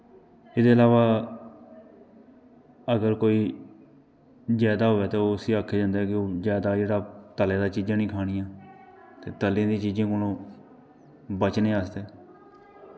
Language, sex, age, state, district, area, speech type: Dogri, male, 30-45, Jammu and Kashmir, Kathua, rural, spontaneous